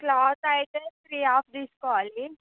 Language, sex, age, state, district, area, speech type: Telugu, female, 45-60, Andhra Pradesh, Visakhapatnam, urban, conversation